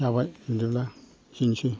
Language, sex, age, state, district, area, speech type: Bodo, male, 60+, Assam, Chirang, rural, spontaneous